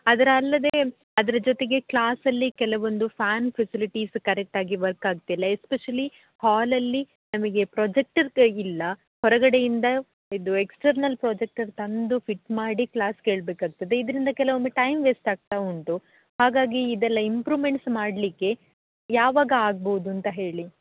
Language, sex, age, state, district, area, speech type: Kannada, female, 18-30, Karnataka, Dakshina Kannada, rural, conversation